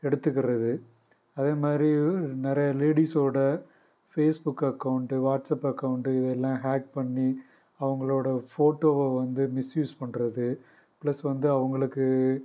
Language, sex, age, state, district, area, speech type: Tamil, male, 30-45, Tamil Nadu, Pudukkottai, rural, spontaneous